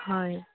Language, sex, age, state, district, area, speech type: Assamese, female, 18-30, Assam, Charaideo, rural, conversation